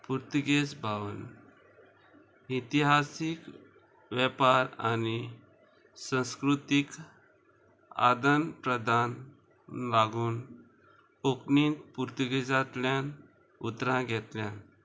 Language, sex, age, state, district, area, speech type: Goan Konkani, male, 30-45, Goa, Murmgao, rural, spontaneous